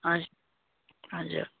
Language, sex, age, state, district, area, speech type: Nepali, female, 60+, West Bengal, Darjeeling, rural, conversation